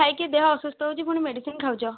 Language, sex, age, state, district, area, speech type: Odia, female, 18-30, Odisha, Kendujhar, urban, conversation